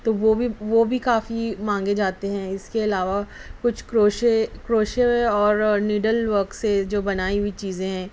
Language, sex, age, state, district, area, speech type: Urdu, female, 45-60, Maharashtra, Nashik, urban, spontaneous